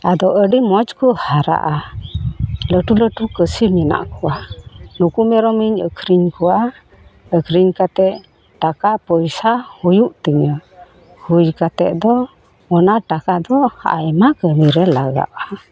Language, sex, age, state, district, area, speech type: Santali, female, 45-60, West Bengal, Malda, rural, spontaneous